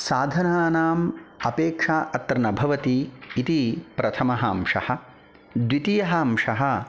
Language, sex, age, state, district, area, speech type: Sanskrit, male, 30-45, Karnataka, Bangalore Rural, urban, spontaneous